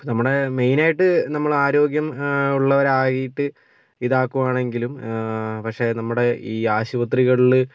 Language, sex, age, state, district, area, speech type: Malayalam, male, 45-60, Kerala, Kozhikode, urban, spontaneous